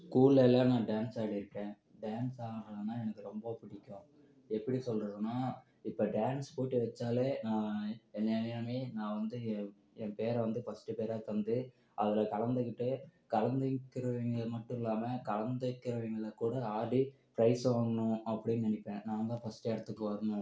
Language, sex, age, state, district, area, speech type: Tamil, male, 18-30, Tamil Nadu, Namakkal, rural, spontaneous